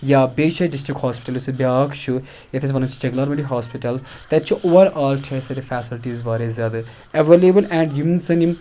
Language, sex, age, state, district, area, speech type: Kashmiri, male, 30-45, Jammu and Kashmir, Anantnag, rural, spontaneous